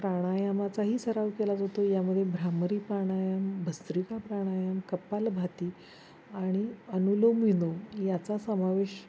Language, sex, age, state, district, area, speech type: Marathi, female, 45-60, Maharashtra, Satara, urban, spontaneous